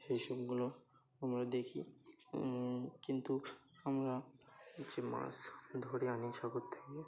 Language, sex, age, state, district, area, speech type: Bengali, male, 45-60, West Bengal, Birbhum, urban, spontaneous